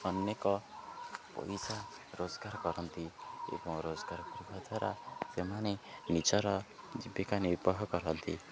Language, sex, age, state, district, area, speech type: Odia, male, 18-30, Odisha, Jagatsinghpur, rural, spontaneous